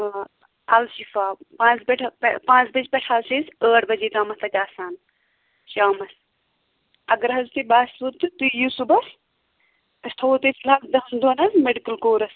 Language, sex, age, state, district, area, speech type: Kashmiri, female, 18-30, Jammu and Kashmir, Pulwama, rural, conversation